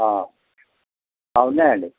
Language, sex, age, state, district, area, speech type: Telugu, male, 45-60, Telangana, Peddapalli, rural, conversation